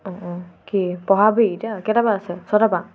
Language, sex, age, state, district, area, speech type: Assamese, female, 18-30, Assam, Tinsukia, urban, spontaneous